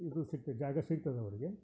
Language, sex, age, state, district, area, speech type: Kannada, male, 60+, Karnataka, Koppal, rural, spontaneous